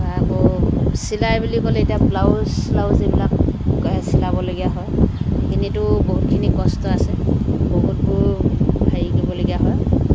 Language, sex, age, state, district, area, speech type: Assamese, female, 60+, Assam, Dibrugarh, rural, spontaneous